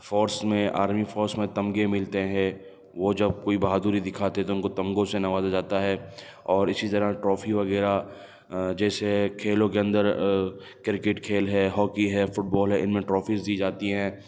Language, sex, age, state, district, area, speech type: Urdu, male, 30-45, Delhi, Central Delhi, urban, spontaneous